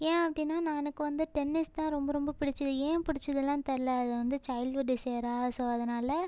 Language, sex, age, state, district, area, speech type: Tamil, female, 18-30, Tamil Nadu, Ariyalur, rural, spontaneous